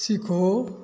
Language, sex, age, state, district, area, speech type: Hindi, male, 60+, Uttar Pradesh, Azamgarh, rural, read